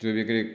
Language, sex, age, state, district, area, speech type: Odia, male, 60+, Odisha, Boudh, rural, spontaneous